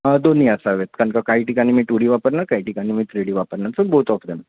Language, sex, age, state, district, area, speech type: Marathi, male, 30-45, Maharashtra, Thane, urban, conversation